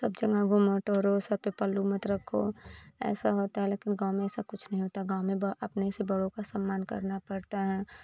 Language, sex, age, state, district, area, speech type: Hindi, female, 30-45, Uttar Pradesh, Prayagraj, rural, spontaneous